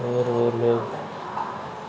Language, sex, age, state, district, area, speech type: Urdu, male, 45-60, Uttar Pradesh, Muzaffarnagar, urban, spontaneous